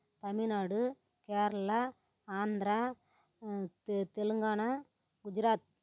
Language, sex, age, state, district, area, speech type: Tamil, female, 60+, Tamil Nadu, Tiruvannamalai, rural, spontaneous